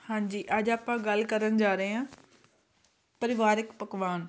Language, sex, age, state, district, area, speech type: Punjabi, female, 30-45, Punjab, Shaheed Bhagat Singh Nagar, urban, spontaneous